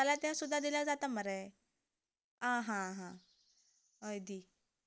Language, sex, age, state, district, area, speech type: Goan Konkani, female, 18-30, Goa, Canacona, rural, spontaneous